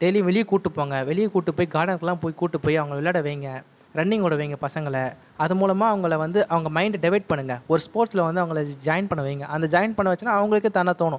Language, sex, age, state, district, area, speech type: Tamil, male, 30-45, Tamil Nadu, Viluppuram, urban, spontaneous